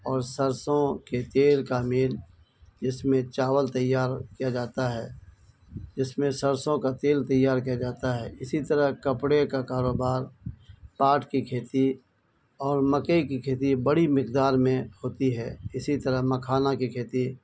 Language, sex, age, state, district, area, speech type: Urdu, male, 45-60, Bihar, Araria, rural, spontaneous